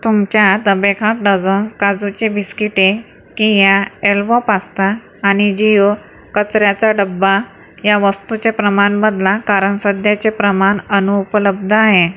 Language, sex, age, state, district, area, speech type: Marathi, female, 45-60, Maharashtra, Akola, urban, read